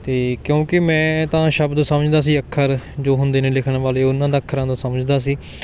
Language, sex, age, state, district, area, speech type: Punjabi, male, 18-30, Punjab, Patiala, rural, spontaneous